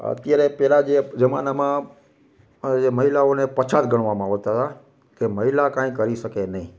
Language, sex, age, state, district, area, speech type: Gujarati, male, 45-60, Gujarat, Rajkot, rural, spontaneous